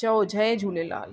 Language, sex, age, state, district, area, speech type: Sindhi, female, 45-60, Rajasthan, Ajmer, urban, spontaneous